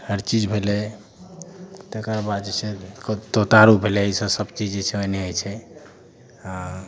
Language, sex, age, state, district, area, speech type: Maithili, male, 30-45, Bihar, Madhepura, rural, spontaneous